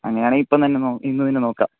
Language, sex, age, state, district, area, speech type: Malayalam, male, 18-30, Kerala, Thiruvananthapuram, rural, conversation